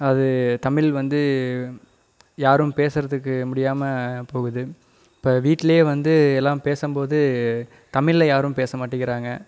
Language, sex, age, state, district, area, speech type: Tamil, male, 18-30, Tamil Nadu, Coimbatore, rural, spontaneous